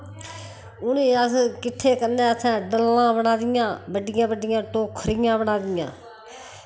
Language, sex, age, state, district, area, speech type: Dogri, female, 60+, Jammu and Kashmir, Udhampur, rural, spontaneous